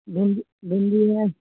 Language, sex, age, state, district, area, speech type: Hindi, female, 60+, Bihar, Samastipur, rural, conversation